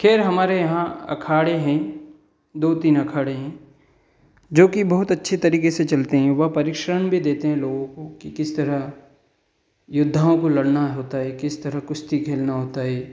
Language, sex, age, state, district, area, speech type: Hindi, male, 18-30, Madhya Pradesh, Ujjain, urban, spontaneous